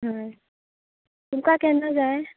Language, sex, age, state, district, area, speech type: Goan Konkani, female, 30-45, Goa, Quepem, rural, conversation